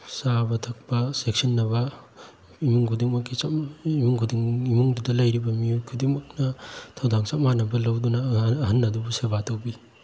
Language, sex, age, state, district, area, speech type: Manipuri, male, 18-30, Manipur, Bishnupur, rural, spontaneous